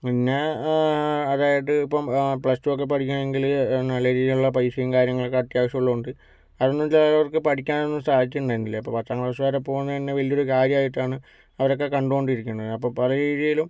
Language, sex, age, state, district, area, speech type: Malayalam, male, 18-30, Kerala, Kozhikode, urban, spontaneous